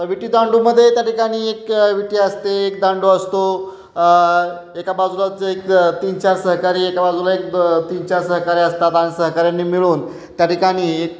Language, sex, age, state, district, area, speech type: Marathi, male, 30-45, Maharashtra, Satara, urban, spontaneous